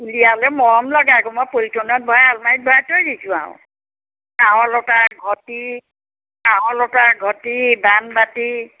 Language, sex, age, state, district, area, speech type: Assamese, female, 60+, Assam, Majuli, rural, conversation